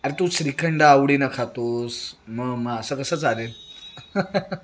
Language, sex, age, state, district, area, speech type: Marathi, male, 30-45, Maharashtra, Sangli, urban, spontaneous